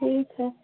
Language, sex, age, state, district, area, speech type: Hindi, female, 45-60, Uttar Pradesh, Ayodhya, rural, conversation